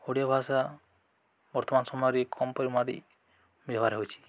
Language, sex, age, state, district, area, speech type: Odia, male, 18-30, Odisha, Balangir, urban, spontaneous